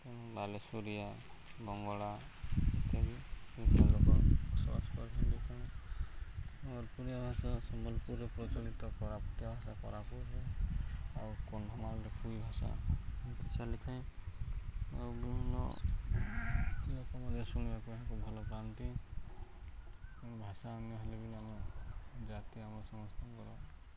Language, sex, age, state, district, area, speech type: Odia, male, 30-45, Odisha, Subarnapur, urban, spontaneous